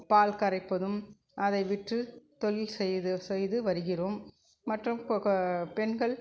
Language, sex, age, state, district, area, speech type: Tamil, female, 45-60, Tamil Nadu, Krishnagiri, rural, spontaneous